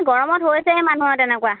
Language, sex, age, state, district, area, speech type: Assamese, female, 30-45, Assam, Lakhimpur, rural, conversation